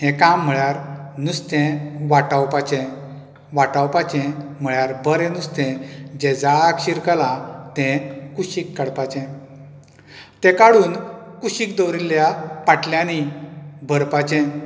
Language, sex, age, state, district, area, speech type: Goan Konkani, male, 45-60, Goa, Bardez, rural, spontaneous